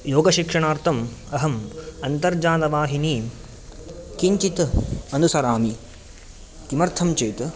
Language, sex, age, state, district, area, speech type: Sanskrit, male, 18-30, Karnataka, Udupi, rural, spontaneous